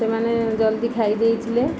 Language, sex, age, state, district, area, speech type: Odia, female, 30-45, Odisha, Nayagarh, rural, spontaneous